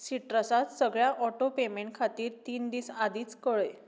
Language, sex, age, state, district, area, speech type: Goan Konkani, female, 18-30, Goa, Tiswadi, rural, read